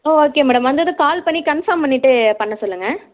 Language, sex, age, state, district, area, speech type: Tamil, female, 45-60, Tamil Nadu, Tiruvarur, rural, conversation